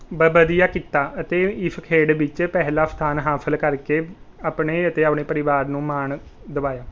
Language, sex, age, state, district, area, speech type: Punjabi, male, 18-30, Punjab, Rupnagar, rural, spontaneous